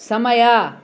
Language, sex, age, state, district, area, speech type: Kannada, female, 60+, Karnataka, Bangalore Rural, rural, read